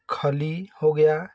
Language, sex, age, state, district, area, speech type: Hindi, male, 30-45, Uttar Pradesh, Varanasi, urban, spontaneous